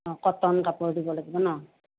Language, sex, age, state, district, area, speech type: Assamese, female, 30-45, Assam, Sonitpur, rural, conversation